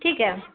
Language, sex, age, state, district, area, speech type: Urdu, female, 30-45, Bihar, Araria, rural, conversation